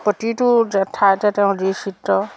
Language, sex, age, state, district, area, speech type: Assamese, female, 60+, Assam, Majuli, urban, spontaneous